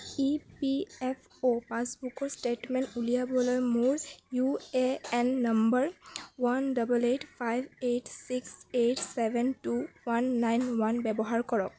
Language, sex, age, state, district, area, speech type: Assamese, female, 18-30, Assam, Kamrup Metropolitan, urban, read